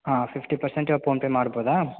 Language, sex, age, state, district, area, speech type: Kannada, male, 18-30, Karnataka, Bagalkot, rural, conversation